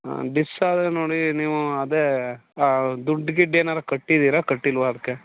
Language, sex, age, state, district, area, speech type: Kannada, male, 30-45, Karnataka, Mandya, rural, conversation